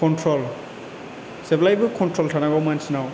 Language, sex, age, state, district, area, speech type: Bodo, male, 18-30, Assam, Chirang, urban, spontaneous